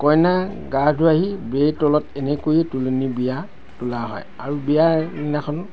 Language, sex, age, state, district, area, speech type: Assamese, male, 60+, Assam, Dibrugarh, rural, spontaneous